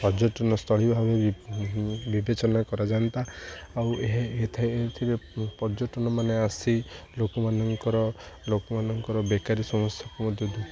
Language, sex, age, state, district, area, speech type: Odia, male, 18-30, Odisha, Jagatsinghpur, urban, spontaneous